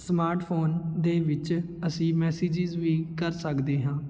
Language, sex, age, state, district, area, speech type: Punjabi, male, 18-30, Punjab, Fatehgarh Sahib, rural, spontaneous